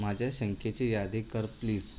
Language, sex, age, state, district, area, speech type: Marathi, male, 30-45, Maharashtra, Buldhana, urban, read